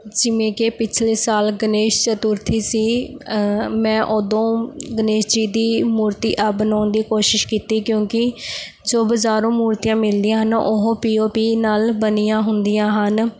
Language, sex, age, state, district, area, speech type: Punjabi, female, 18-30, Punjab, Mohali, rural, spontaneous